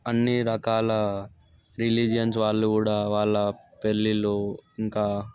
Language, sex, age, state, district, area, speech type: Telugu, male, 18-30, Telangana, Sangareddy, urban, spontaneous